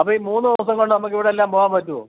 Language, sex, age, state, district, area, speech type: Malayalam, male, 45-60, Kerala, Kottayam, rural, conversation